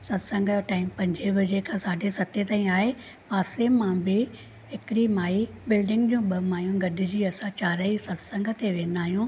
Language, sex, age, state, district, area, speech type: Sindhi, female, 45-60, Maharashtra, Thane, rural, spontaneous